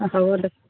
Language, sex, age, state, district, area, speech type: Assamese, female, 60+, Assam, Charaideo, urban, conversation